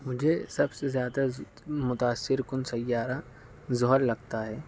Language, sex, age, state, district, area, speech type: Urdu, male, 45-60, Maharashtra, Nashik, urban, spontaneous